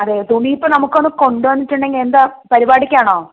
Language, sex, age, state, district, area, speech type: Malayalam, female, 45-60, Kerala, Palakkad, rural, conversation